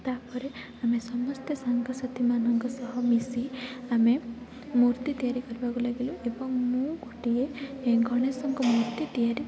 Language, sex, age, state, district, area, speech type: Odia, female, 18-30, Odisha, Rayagada, rural, spontaneous